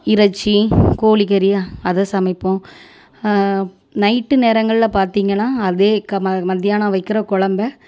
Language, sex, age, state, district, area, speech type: Tamil, female, 30-45, Tamil Nadu, Thoothukudi, rural, spontaneous